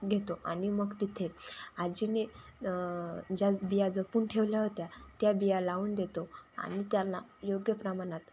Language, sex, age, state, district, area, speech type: Marathi, female, 18-30, Maharashtra, Ahmednagar, urban, spontaneous